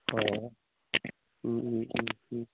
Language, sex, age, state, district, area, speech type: Assamese, male, 18-30, Assam, Dhemaji, rural, conversation